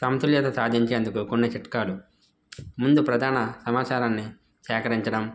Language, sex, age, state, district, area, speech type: Telugu, male, 18-30, Andhra Pradesh, N T Rama Rao, rural, spontaneous